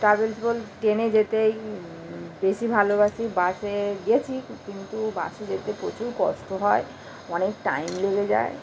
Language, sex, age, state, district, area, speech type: Bengali, female, 30-45, West Bengal, Kolkata, urban, spontaneous